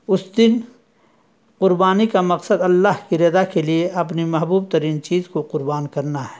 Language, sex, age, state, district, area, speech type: Urdu, male, 60+, Uttar Pradesh, Azamgarh, rural, spontaneous